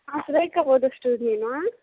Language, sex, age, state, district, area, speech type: Telugu, female, 30-45, Andhra Pradesh, Kadapa, rural, conversation